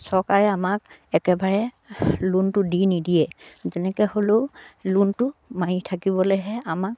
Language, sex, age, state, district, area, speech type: Assamese, female, 60+, Assam, Dibrugarh, rural, spontaneous